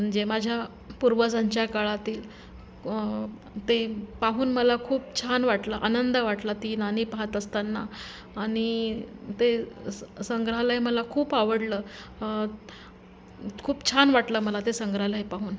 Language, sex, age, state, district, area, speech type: Marathi, female, 45-60, Maharashtra, Nanded, urban, spontaneous